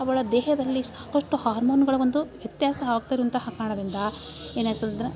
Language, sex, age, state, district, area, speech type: Kannada, female, 30-45, Karnataka, Dharwad, rural, spontaneous